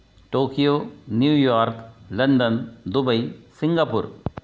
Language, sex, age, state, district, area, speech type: Hindi, male, 60+, Madhya Pradesh, Betul, urban, spontaneous